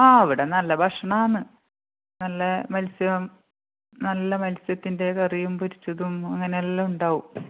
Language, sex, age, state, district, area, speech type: Malayalam, female, 45-60, Kerala, Kannur, rural, conversation